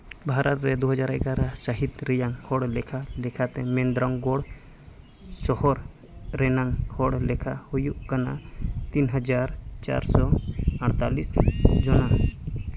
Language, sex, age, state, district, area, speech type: Santali, male, 18-30, Jharkhand, Seraikela Kharsawan, rural, read